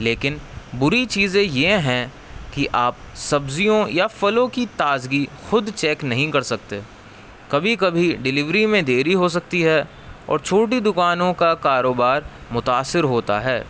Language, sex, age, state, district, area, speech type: Urdu, male, 18-30, Uttar Pradesh, Rampur, urban, spontaneous